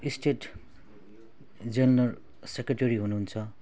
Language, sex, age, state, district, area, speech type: Nepali, male, 30-45, West Bengal, Alipurduar, urban, spontaneous